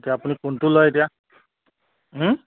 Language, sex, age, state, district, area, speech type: Assamese, male, 45-60, Assam, Golaghat, rural, conversation